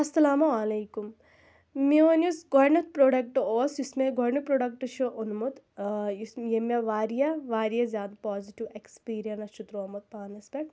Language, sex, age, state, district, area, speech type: Kashmiri, female, 18-30, Jammu and Kashmir, Shopian, rural, spontaneous